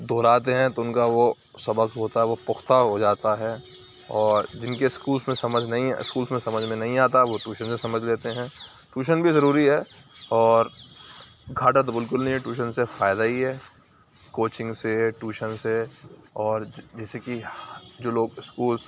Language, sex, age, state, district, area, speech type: Urdu, male, 30-45, Uttar Pradesh, Aligarh, rural, spontaneous